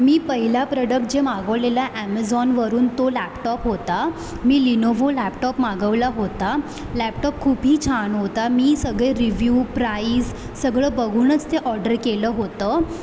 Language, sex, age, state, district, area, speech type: Marathi, female, 18-30, Maharashtra, Mumbai Suburban, urban, spontaneous